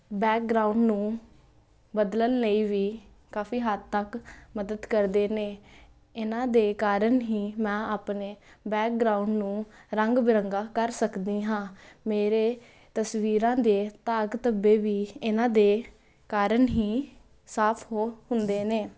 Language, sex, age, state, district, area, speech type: Punjabi, female, 18-30, Punjab, Jalandhar, urban, spontaneous